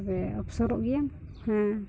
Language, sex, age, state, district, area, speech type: Santali, female, 30-45, Jharkhand, Pakur, rural, spontaneous